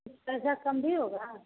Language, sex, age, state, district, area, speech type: Hindi, female, 30-45, Uttar Pradesh, Azamgarh, rural, conversation